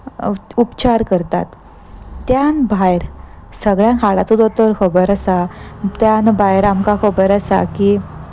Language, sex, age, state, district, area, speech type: Goan Konkani, female, 30-45, Goa, Salcete, urban, spontaneous